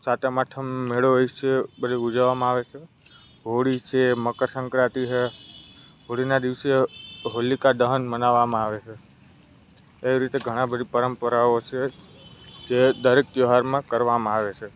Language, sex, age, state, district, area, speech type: Gujarati, male, 18-30, Gujarat, Narmada, rural, spontaneous